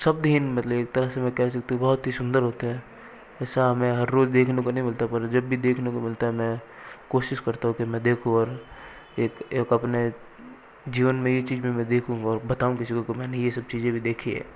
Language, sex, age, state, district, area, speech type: Hindi, male, 60+, Rajasthan, Jodhpur, urban, spontaneous